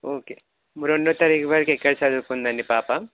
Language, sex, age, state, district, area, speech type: Telugu, male, 18-30, Telangana, Nalgonda, urban, conversation